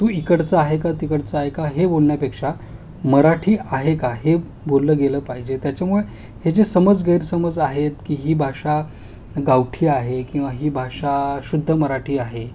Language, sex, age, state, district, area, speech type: Marathi, male, 30-45, Maharashtra, Ahmednagar, urban, spontaneous